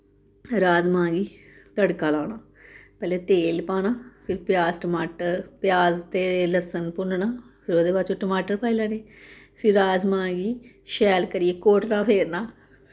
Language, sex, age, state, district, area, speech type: Dogri, female, 30-45, Jammu and Kashmir, Samba, rural, spontaneous